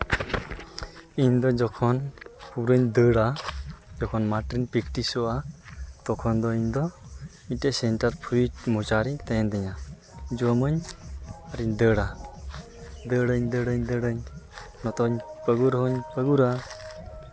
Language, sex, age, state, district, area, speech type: Santali, male, 18-30, West Bengal, Uttar Dinajpur, rural, spontaneous